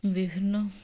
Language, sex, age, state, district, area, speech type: Odia, female, 30-45, Odisha, Nabarangpur, urban, spontaneous